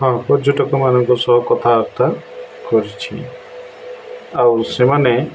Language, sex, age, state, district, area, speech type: Odia, male, 45-60, Odisha, Nabarangpur, urban, spontaneous